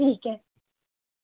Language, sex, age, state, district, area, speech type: Urdu, female, 18-30, Delhi, North West Delhi, urban, conversation